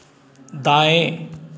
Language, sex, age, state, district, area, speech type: Hindi, male, 60+, Uttar Pradesh, Bhadohi, urban, read